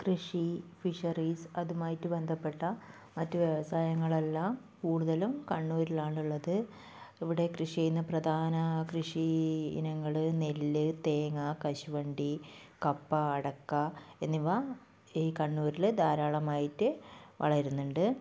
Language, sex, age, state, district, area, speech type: Malayalam, female, 30-45, Kerala, Kannur, rural, spontaneous